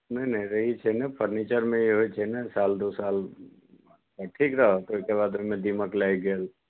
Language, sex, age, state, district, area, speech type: Maithili, male, 45-60, Bihar, Madhubani, rural, conversation